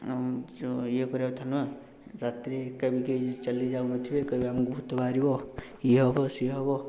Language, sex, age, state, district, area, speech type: Odia, male, 18-30, Odisha, Puri, urban, spontaneous